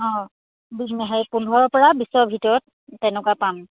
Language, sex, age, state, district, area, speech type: Assamese, female, 30-45, Assam, Dibrugarh, urban, conversation